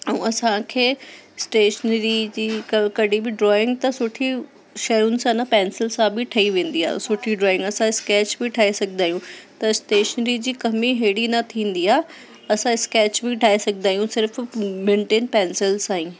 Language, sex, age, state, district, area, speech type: Sindhi, female, 30-45, Delhi, South Delhi, urban, spontaneous